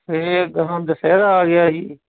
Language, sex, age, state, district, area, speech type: Punjabi, male, 60+, Punjab, Shaheed Bhagat Singh Nagar, urban, conversation